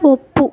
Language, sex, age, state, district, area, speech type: Kannada, female, 18-30, Karnataka, Davanagere, rural, read